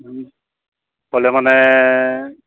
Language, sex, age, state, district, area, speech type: Assamese, male, 45-60, Assam, Dibrugarh, urban, conversation